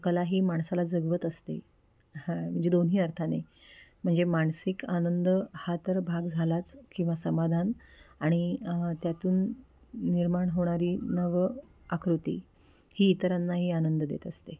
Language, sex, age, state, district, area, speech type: Marathi, female, 30-45, Maharashtra, Pune, urban, spontaneous